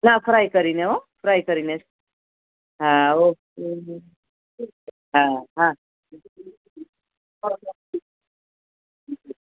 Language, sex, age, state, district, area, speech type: Gujarati, female, 45-60, Gujarat, Junagadh, urban, conversation